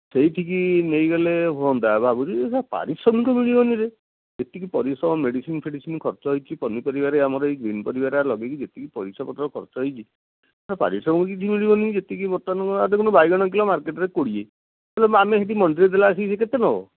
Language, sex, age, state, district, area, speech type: Odia, male, 45-60, Odisha, Nayagarh, rural, conversation